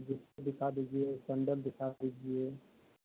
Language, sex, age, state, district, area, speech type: Hindi, male, 30-45, Uttar Pradesh, Mau, urban, conversation